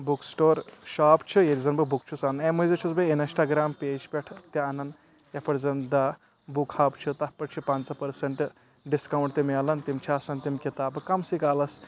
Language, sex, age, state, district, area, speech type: Kashmiri, male, 18-30, Jammu and Kashmir, Kulgam, urban, spontaneous